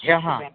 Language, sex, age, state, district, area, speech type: Sanskrit, male, 30-45, West Bengal, Murshidabad, urban, conversation